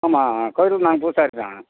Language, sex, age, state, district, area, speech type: Tamil, male, 60+, Tamil Nadu, Pudukkottai, rural, conversation